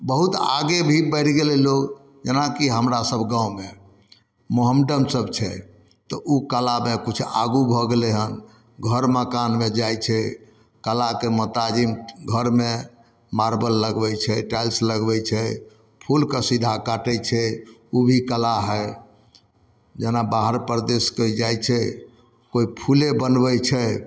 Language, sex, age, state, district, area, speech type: Maithili, male, 60+, Bihar, Samastipur, rural, spontaneous